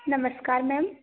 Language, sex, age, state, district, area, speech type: Hindi, female, 18-30, Madhya Pradesh, Harda, urban, conversation